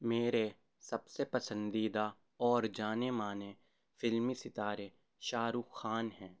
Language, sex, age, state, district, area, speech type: Urdu, male, 18-30, Delhi, Central Delhi, urban, spontaneous